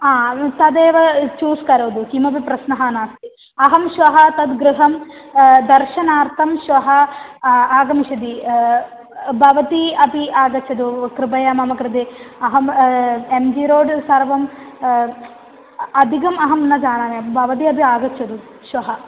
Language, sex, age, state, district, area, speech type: Sanskrit, female, 18-30, Kerala, Malappuram, urban, conversation